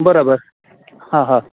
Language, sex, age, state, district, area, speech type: Sindhi, male, 45-60, Gujarat, Kutch, urban, conversation